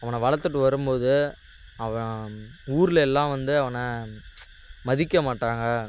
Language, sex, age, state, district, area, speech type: Tamil, male, 18-30, Tamil Nadu, Kallakurichi, urban, spontaneous